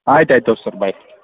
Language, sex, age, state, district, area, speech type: Kannada, male, 30-45, Karnataka, Belgaum, rural, conversation